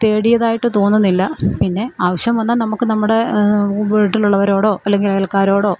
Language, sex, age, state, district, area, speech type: Malayalam, female, 45-60, Kerala, Alappuzha, urban, spontaneous